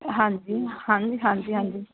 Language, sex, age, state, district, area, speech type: Punjabi, female, 30-45, Punjab, Patiala, urban, conversation